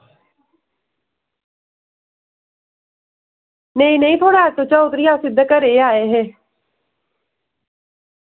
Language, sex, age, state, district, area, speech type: Dogri, female, 18-30, Jammu and Kashmir, Samba, rural, conversation